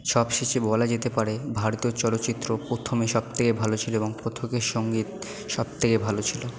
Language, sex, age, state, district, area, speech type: Bengali, male, 18-30, West Bengal, Purba Bardhaman, urban, spontaneous